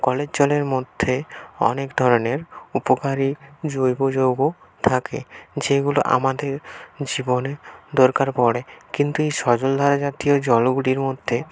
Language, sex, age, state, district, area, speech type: Bengali, male, 18-30, West Bengal, North 24 Parganas, rural, spontaneous